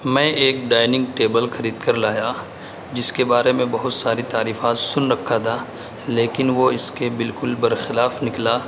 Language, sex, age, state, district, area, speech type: Urdu, male, 18-30, Uttar Pradesh, Saharanpur, urban, spontaneous